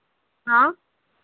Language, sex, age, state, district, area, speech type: Hindi, female, 18-30, Uttar Pradesh, Pratapgarh, rural, conversation